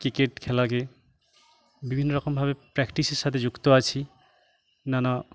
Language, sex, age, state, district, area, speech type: Bengali, male, 45-60, West Bengal, Jhargram, rural, spontaneous